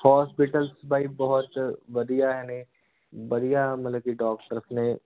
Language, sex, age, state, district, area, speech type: Punjabi, male, 18-30, Punjab, Muktsar, urban, conversation